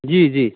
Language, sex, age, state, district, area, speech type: Hindi, male, 30-45, Bihar, Muzaffarpur, urban, conversation